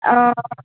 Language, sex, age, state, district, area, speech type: Telugu, female, 45-60, Andhra Pradesh, Visakhapatnam, rural, conversation